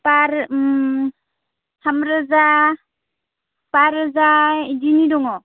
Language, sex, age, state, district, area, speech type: Bodo, female, 30-45, Assam, Chirang, rural, conversation